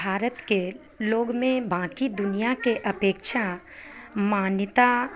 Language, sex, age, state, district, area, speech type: Maithili, female, 45-60, Bihar, Madhubani, rural, spontaneous